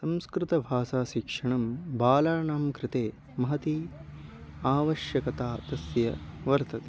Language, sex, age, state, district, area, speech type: Sanskrit, male, 18-30, Odisha, Khordha, urban, spontaneous